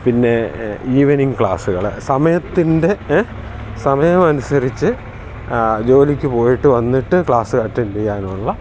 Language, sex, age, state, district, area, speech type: Malayalam, male, 45-60, Kerala, Kottayam, rural, spontaneous